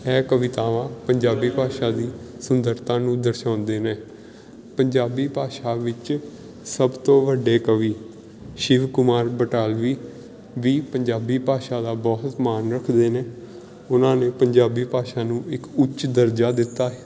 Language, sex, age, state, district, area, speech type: Punjabi, male, 18-30, Punjab, Pathankot, urban, spontaneous